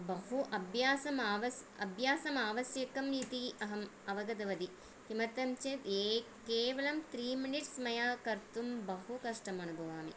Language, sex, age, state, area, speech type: Sanskrit, female, 30-45, Tamil Nadu, urban, spontaneous